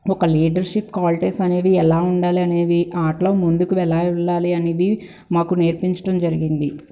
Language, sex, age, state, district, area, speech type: Telugu, female, 18-30, Andhra Pradesh, Guntur, urban, spontaneous